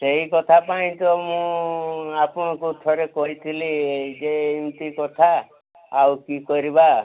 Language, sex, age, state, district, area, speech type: Odia, male, 60+, Odisha, Mayurbhanj, rural, conversation